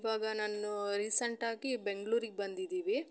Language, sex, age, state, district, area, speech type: Kannada, female, 30-45, Karnataka, Chitradurga, rural, spontaneous